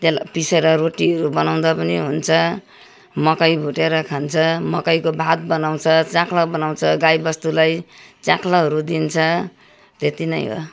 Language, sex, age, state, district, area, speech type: Nepali, female, 60+, West Bengal, Darjeeling, urban, spontaneous